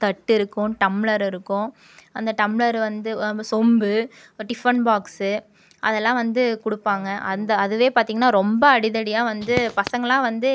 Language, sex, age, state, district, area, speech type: Tamil, female, 30-45, Tamil Nadu, Coimbatore, rural, spontaneous